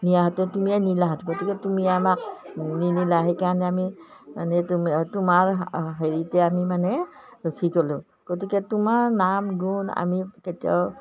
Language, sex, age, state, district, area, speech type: Assamese, female, 60+, Assam, Udalguri, rural, spontaneous